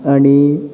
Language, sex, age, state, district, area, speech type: Goan Konkani, male, 18-30, Goa, Bardez, urban, spontaneous